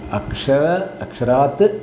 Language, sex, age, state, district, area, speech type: Sanskrit, male, 45-60, Tamil Nadu, Chennai, urban, spontaneous